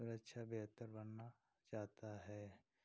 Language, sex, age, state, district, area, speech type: Hindi, male, 30-45, Uttar Pradesh, Ghazipur, rural, spontaneous